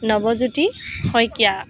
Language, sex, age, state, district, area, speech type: Assamese, female, 18-30, Assam, Jorhat, urban, spontaneous